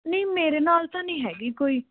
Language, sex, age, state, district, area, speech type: Punjabi, female, 18-30, Punjab, Patiala, rural, conversation